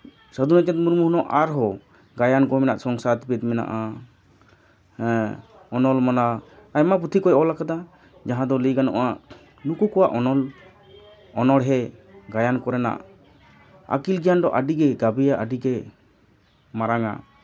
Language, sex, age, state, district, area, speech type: Santali, male, 30-45, West Bengal, Jhargram, rural, spontaneous